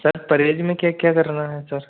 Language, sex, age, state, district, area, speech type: Hindi, male, 18-30, Madhya Pradesh, Betul, rural, conversation